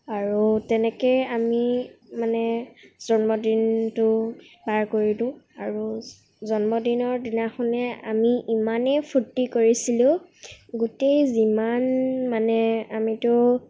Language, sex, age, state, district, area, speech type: Assamese, female, 18-30, Assam, Nagaon, rural, spontaneous